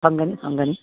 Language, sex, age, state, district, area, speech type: Manipuri, female, 60+, Manipur, Imphal East, rural, conversation